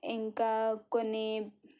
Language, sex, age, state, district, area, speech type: Telugu, female, 18-30, Telangana, Suryapet, urban, spontaneous